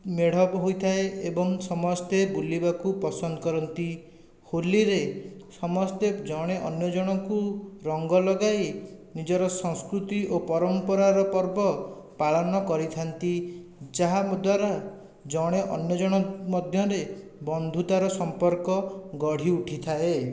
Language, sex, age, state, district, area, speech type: Odia, male, 45-60, Odisha, Dhenkanal, rural, spontaneous